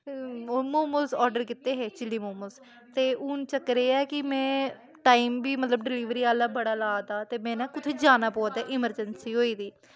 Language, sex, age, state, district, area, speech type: Dogri, female, 18-30, Jammu and Kashmir, Reasi, rural, spontaneous